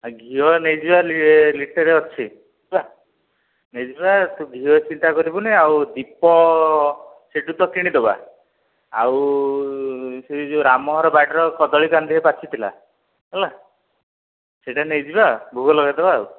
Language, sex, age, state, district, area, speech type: Odia, male, 45-60, Odisha, Dhenkanal, rural, conversation